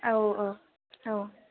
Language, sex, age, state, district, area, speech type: Bodo, female, 18-30, Assam, Baksa, rural, conversation